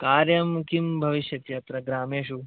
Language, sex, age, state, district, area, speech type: Sanskrit, male, 18-30, Kerala, Palakkad, urban, conversation